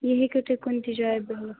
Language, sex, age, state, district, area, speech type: Kashmiri, female, 30-45, Jammu and Kashmir, Bandipora, rural, conversation